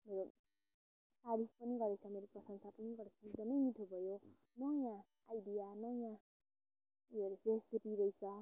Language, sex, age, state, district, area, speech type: Nepali, female, 18-30, West Bengal, Kalimpong, rural, spontaneous